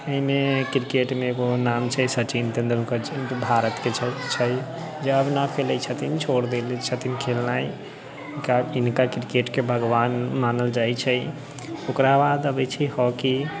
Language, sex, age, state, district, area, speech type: Maithili, male, 18-30, Bihar, Sitamarhi, rural, spontaneous